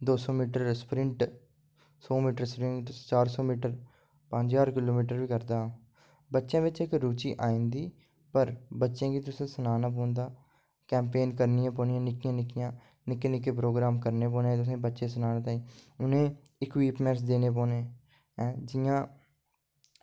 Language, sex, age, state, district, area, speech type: Dogri, male, 45-60, Jammu and Kashmir, Udhampur, rural, spontaneous